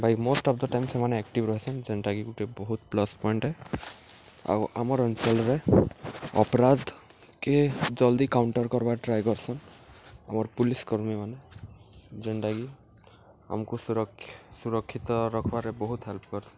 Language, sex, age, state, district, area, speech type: Odia, male, 18-30, Odisha, Subarnapur, urban, spontaneous